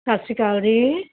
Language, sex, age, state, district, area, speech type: Punjabi, female, 45-60, Punjab, Mohali, urban, conversation